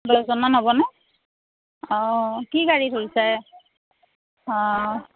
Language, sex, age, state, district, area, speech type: Assamese, female, 45-60, Assam, Darrang, rural, conversation